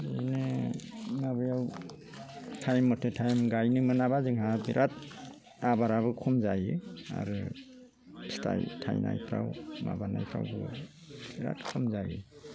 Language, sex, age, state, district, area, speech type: Bodo, male, 60+, Assam, Chirang, rural, spontaneous